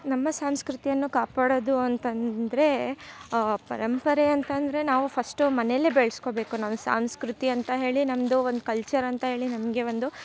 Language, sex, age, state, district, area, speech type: Kannada, female, 18-30, Karnataka, Chikkamagaluru, rural, spontaneous